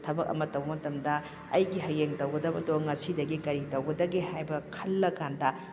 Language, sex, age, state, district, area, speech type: Manipuri, female, 45-60, Manipur, Kakching, rural, spontaneous